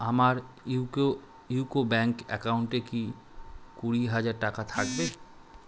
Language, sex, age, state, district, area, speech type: Bengali, male, 18-30, West Bengal, Malda, urban, read